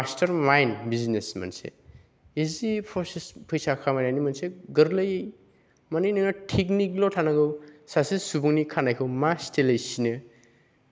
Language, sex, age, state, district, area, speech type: Bodo, male, 30-45, Assam, Kokrajhar, rural, spontaneous